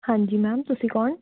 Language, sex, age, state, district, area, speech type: Punjabi, female, 18-30, Punjab, Shaheed Bhagat Singh Nagar, urban, conversation